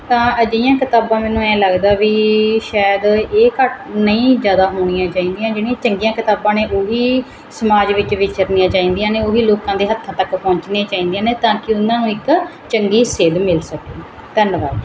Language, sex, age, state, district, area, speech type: Punjabi, female, 30-45, Punjab, Mansa, urban, spontaneous